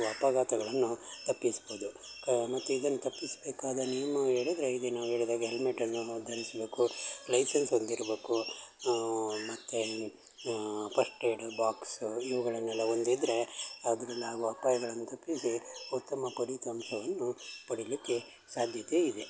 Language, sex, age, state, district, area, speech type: Kannada, male, 60+, Karnataka, Shimoga, rural, spontaneous